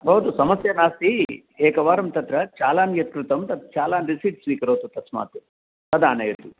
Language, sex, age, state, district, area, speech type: Sanskrit, male, 60+, Telangana, Peddapalli, urban, conversation